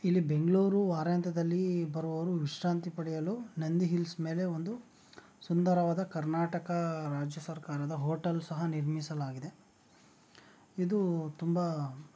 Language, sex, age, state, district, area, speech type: Kannada, male, 18-30, Karnataka, Chikkaballapur, rural, spontaneous